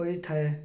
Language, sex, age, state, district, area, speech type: Odia, male, 18-30, Odisha, Koraput, urban, spontaneous